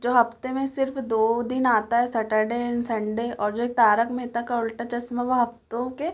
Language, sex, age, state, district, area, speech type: Hindi, female, 18-30, Madhya Pradesh, Chhindwara, urban, spontaneous